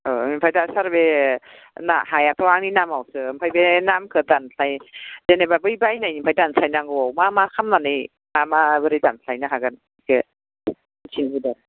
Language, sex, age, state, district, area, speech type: Bodo, female, 45-60, Assam, Udalguri, urban, conversation